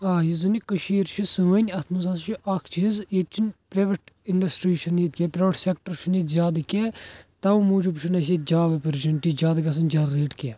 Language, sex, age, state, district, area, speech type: Kashmiri, male, 18-30, Jammu and Kashmir, Anantnag, rural, spontaneous